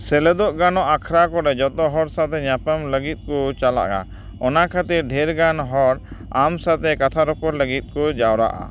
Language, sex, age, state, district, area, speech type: Santali, male, 30-45, West Bengal, Dakshin Dinajpur, rural, read